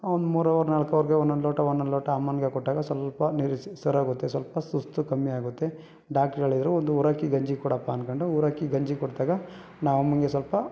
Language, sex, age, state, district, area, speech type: Kannada, male, 30-45, Karnataka, Bangalore Rural, rural, spontaneous